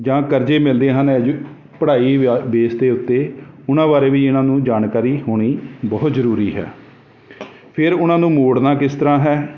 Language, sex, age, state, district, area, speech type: Punjabi, male, 45-60, Punjab, Jalandhar, urban, spontaneous